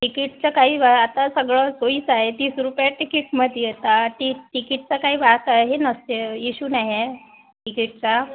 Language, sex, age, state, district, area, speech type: Marathi, female, 30-45, Maharashtra, Wardha, rural, conversation